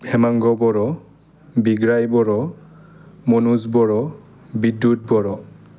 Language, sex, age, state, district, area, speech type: Bodo, male, 30-45, Assam, Udalguri, urban, spontaneous